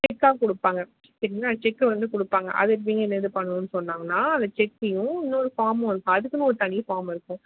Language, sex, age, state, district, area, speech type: Tamil, female, 30-45, Tamil Nadu, Chennai, urban, conversation